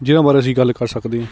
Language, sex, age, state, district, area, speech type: Punjabi, male, 30-45, Punjab, Hoshiarpur, rural, spontaneous